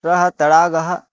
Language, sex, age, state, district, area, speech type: Sanskrit, male, 18-30, Odisha, Bargarh, rural, spontaneous